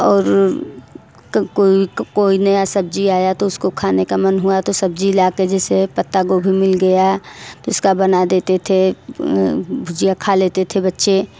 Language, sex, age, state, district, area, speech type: Hindi, female, 30-45, Uttar Pradesh, Mirzapur, rural, spontaneous